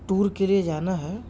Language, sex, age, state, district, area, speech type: Urdu, male, 30-45, Uttar Pradesh, Mau, urban, spontaneous